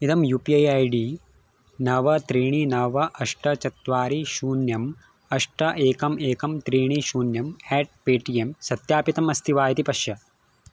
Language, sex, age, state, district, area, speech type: Sanskrit, male, 18-30, Gujarat, Surat, urban, read